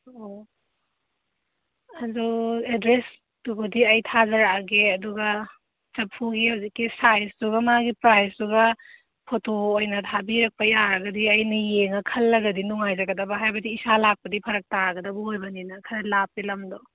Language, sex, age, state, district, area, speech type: Manipuri, female, 45-60, Manipur, Churachandpur, urban, conversation